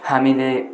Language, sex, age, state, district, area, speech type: Nepali, male, 18-30, West Bengal, Darjeeling, rural, spontaneous